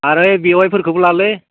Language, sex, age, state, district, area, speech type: Bodo, male, 60+, Assam, Baksa, urban, conversation